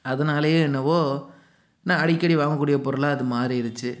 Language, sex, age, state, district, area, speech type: Tamil, male, 45-60, Tamil Nadu, Sivaganga, rural, spontaneous